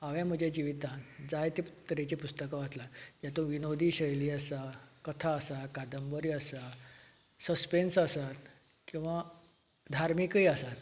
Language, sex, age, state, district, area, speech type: Goan Konkani, male, 45-60, Goa, Canacona, rural, spontaneous